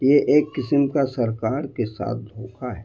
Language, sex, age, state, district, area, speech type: Urdu, male, 60+, Bihar, Gaya, urban, spontaneous